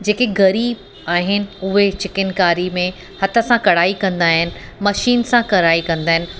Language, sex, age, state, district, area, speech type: Sindhi, female, 45-60, Uttar Pradesh, Lucknow, rural, spontaneous